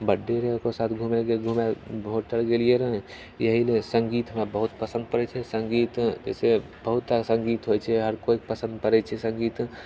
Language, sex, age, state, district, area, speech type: Maithili, male, 18-30, Bihar, Begusarai, rural, spontaneous